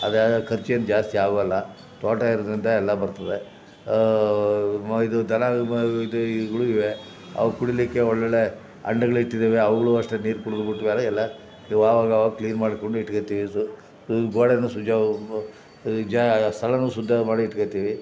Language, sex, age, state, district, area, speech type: Kannada, male, 60+, Karnataka, Chamarajanagar, rural, spontaneous